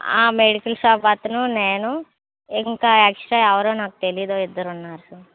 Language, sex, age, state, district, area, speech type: Telugu, female, 30-45, Andhra Pradesh, Vizianagaram, rural, conversation